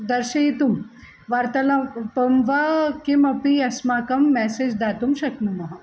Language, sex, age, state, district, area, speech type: Sanskrit, female, 45-60, Maharashtra, Nagpur, urban, spontaneous